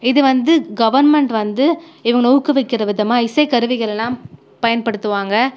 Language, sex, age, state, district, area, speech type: Tamil, female, 30-45, Tamil Nadu, Cuddalore, urban, spontaneous